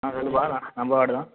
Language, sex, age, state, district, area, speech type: Tamil, male, 18-30, Tamil Nadu, Ariyalur, rural, conversation